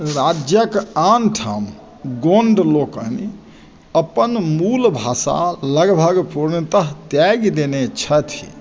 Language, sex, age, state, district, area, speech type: Maithili, male, 60+, Bihar, Madhubani, urban, read